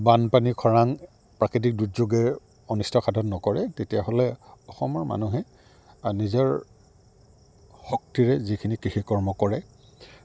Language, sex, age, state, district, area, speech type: Assamese, male, 45-60, Assam, Goalpara, urban, spontaneous